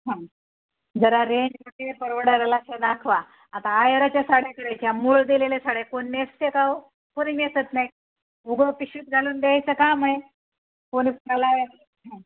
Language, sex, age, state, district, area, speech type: Marathi, female, 45-60, Maharashtra, Nanded, rural, conversation